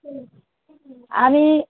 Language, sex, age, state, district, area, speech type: Bengali, female, 45-60, West Bengal, Darjeeling, urban, conversation